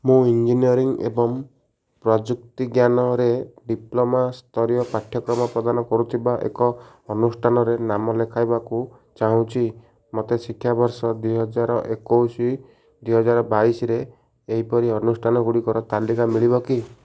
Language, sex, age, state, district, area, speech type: Odia, male, 18-30, Odisha, Ganjam, urban, read